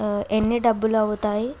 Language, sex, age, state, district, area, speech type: Telugu, female, 18-30, Telangana, Bhadradri Kothagudem, rural, spontaneous